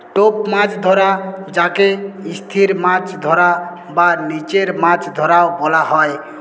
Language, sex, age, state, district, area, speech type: Bengali, male, 60+, West Bengal, Purulia, rural, spontaneous